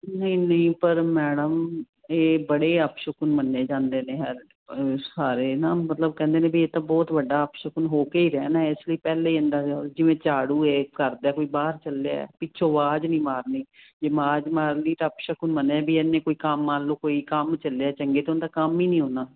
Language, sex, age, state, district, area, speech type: Punjabi, female, 45-60, Punjab, Fazilka, rural, conversation